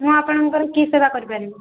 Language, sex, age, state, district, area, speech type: Odia, female, 18-30, Odisha, Subarnapur, urban, conversation